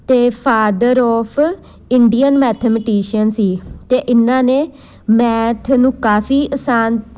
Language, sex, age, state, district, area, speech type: Punjabi, female, 30-45, Punjab, Amritsar, urban, spontaneous